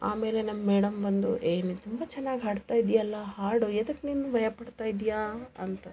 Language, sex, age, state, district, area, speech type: Kannada, female, 30-45, Karnataka, Koppal, rural, spontaneous